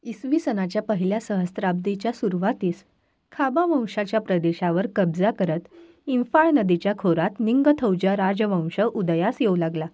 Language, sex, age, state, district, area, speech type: Marathi, female, 18-30, Maharashtra, Nashik, urban, read